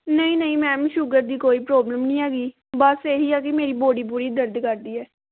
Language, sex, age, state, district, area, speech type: Punjabi, female, 18-30, Punjab, Gurdaspur, rural, conversation